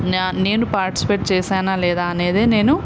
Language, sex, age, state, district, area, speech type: Telugu, female, 18-30, Andhra Pradesh, Nandyal, rural, spontaneous